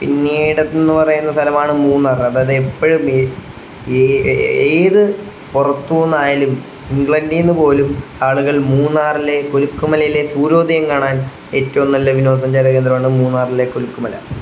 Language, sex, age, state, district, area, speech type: Malayalam, male, 30-45, Kerala, Wayanad, rural, spontaneous